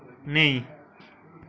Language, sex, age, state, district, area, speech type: Dogri, male, 18-30, Jammu and Kashmir, Kathua, rural, read